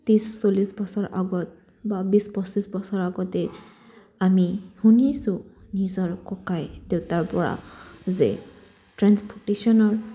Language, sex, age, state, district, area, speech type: Assamese, female, 18-30, Assam, Kamrup Metropolitan, urban, spontaneous